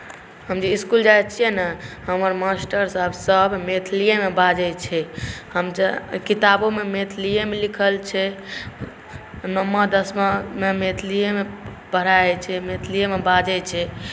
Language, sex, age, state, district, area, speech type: Maithili, male, 18-30, Bihar, Saharsa, rural, spontaneous